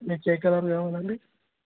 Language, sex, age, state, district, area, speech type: Telugu, male, 18-30, Telangana, Jagtial, urban, conversation